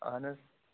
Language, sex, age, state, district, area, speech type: Kashmiri, male, 30-45, Jammu and Kashmir, Anantnag, rural, conversation